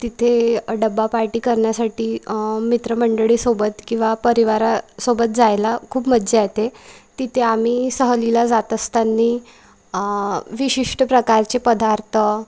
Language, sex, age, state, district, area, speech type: Marathi, female, 18-30, Maharashtra, Wardha, rural, spontaneous